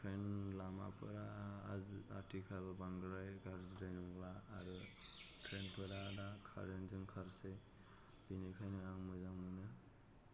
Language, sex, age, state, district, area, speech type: Bodo, male, 18-30, Assam, Kokrajhar, rural, spontaneous